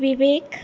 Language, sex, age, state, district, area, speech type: Goan Konkani, female, 18-30, Goa, Ponda, rural, spontaneous